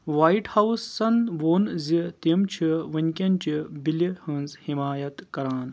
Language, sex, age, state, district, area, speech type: Kashmiri, male, 18-30, Jammu and Kashmir, Anantnag, rural, read